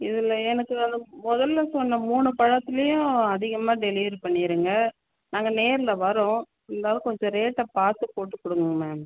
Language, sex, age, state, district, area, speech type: Tamil, female, 30-45, Tamil Nadu, Tiruchirappalli, rural, conversation